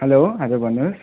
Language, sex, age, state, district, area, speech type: Nepali, male, 18-30, West Bengal, Kalimpong, rural, conversation